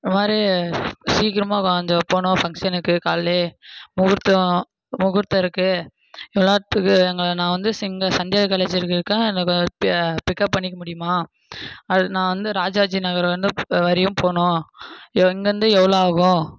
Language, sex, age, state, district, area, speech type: Tamil, male, 18-30, Tamil Nadu, Krishnagiri, rural, spontaneous